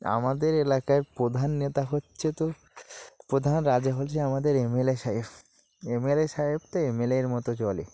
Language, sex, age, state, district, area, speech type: Bengali, male, 45-60, West Bengal, North 24 Parganas, rural, spontaneous